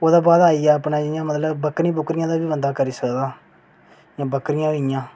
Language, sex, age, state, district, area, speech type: Dogri, male, 18-30, Jammu and Kashmir, Reasi, rural, spontaneous